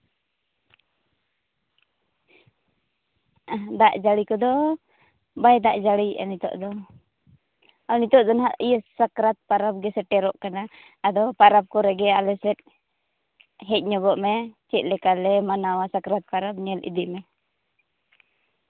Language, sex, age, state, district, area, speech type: Santali, female, 30-45, Jharkhand, Seraikela Kharsawan, rural, conversation